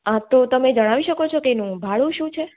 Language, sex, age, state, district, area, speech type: Gujarati, female, 18-30, Gujarat, Surat, urban, conversation